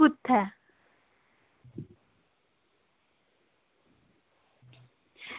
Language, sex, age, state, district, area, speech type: Dogri, female, 18-30, Jammu and Kashmir, Udhampur, urban, conversation